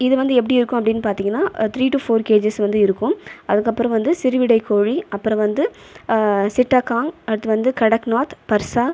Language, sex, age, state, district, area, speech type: Tamil, female, 30-45, Tamil Nadu, Viluppuram, rural, spontaneous